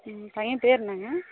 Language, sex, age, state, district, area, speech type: Tamil, female, 30-45, Tamil Nadu, Viluppuram, urban, conversation